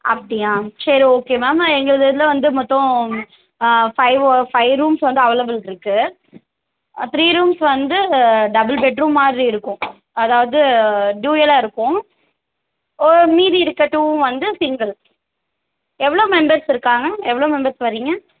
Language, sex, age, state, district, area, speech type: Tamil, female, 30-45, Tamil Nadu, Chennai, urban, conversation